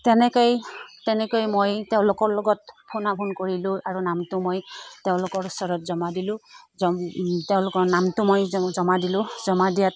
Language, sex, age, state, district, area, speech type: Assamese, female, 30-45, Assam, Udalguri, rural, spontaneous